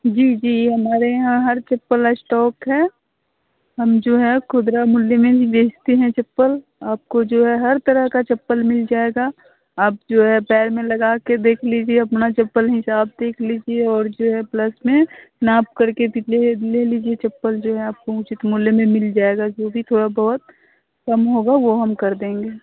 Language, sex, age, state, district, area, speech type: Hindi, female, 18-30, Bihar, Muzaffarpur, rural, conversation